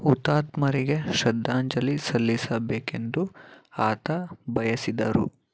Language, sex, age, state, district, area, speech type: Kannada, male, 30-45, Karnataka, Chitradurga, urban, read